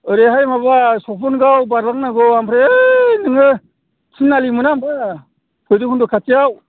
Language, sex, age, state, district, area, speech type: Bodo, male, 60+, Assam, Udalguri, rural, conversation